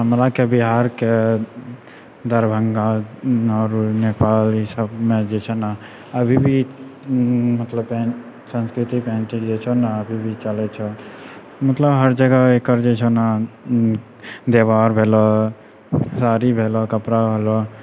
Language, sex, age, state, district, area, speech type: Maithili, male, 18-30, Bihar, Purnia, rural, spontaneous